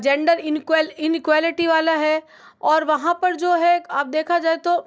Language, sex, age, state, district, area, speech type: Hindi, female, 18-30, Rajasthan, Jodhpur, urban, spontaneous